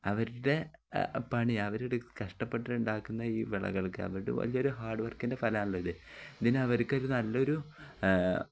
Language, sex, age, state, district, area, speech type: Malayalam, male, 18-30, Kerala, Kozhikode, rural, spontaneous